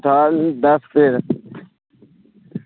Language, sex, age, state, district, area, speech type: Urdu, male, 18-30, Bihar, Supaul, rural, conversation